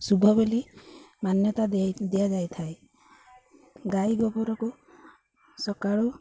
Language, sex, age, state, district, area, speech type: Odia, female, 30-45, Odisha, Jagatsinghpur, rural, spontaneous